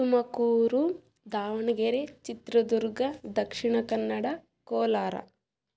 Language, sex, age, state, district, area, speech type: Kannada, female, 18-30, Karnataka, Tumkur, rural, spontaneous